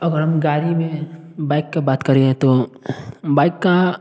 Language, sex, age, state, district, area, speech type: Hindi, male, 18-30, Bihar, Samastipur, rural, spontaneous